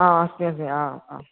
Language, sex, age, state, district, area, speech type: Sanskrit, male, 18-30, Kerala, Thrissur, rural, conversation